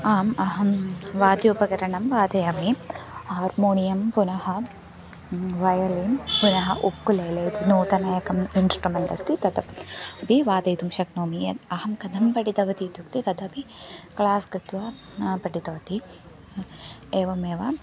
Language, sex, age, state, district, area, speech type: Sanskrit, female, 18-30, Kerala, Thrissur, urban, spontaneous